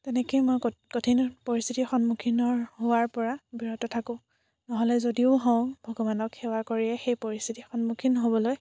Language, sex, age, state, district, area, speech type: Assamese, female, 18-30, Assam, Biswanath, rural, spontaneous